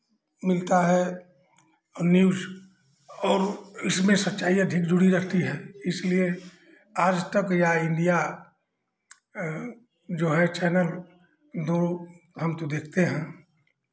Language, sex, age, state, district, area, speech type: Hindi, male, 60+, Uttar Pradesh, Chandauli, urban, spontaneous